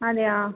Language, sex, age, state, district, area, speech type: Malayalam, female, 30-45, Kerala, Thiruvananthapuram, rural, conversation